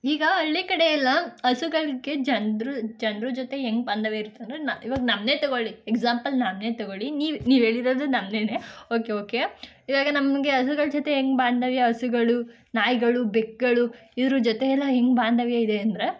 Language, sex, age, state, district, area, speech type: Kannada, female, 30-45, Karnataka, Ramanagara, rural, spontaneous